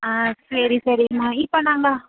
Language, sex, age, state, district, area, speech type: Tamil, female, 30-45, Tamil Nadu, Nagapattinam, rural, conversation